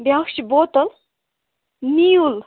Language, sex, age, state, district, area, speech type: Kashmiri, female, 30-45, Jammu and Kashmir, Bandipora, rural, conversation